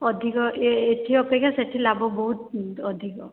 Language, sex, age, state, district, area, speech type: Odia, female, 45-60, Odisha, Sambalpur, rural, conversation